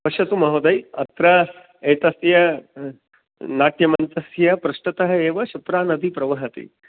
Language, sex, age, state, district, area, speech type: Sanskrit, male, 45-60, Madhya Pradesh, Indore, rural, conversation